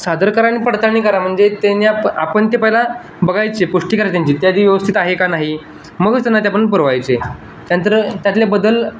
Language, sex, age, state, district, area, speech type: Marathi, male, 18-30, Maharashtra, Sangli, urban, spontaneous